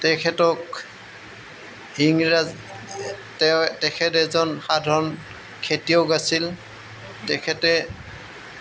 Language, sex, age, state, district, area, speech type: Assamese, male, 60+, Assam, Goalpara, urban, spontaneous